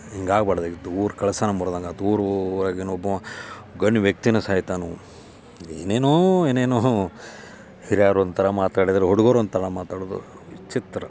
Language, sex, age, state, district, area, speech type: Kannada, male, 45-60, Karnataka, Dharwad, rural, spontaneous